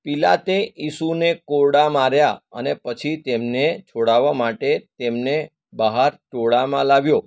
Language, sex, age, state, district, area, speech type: Gujarati, male, 45-60, Gujarat, Surat, rural, read